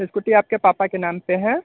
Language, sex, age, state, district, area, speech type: Hindi, male, 30-45, Uttar Pradesh, Sonbhadra, rural, conversation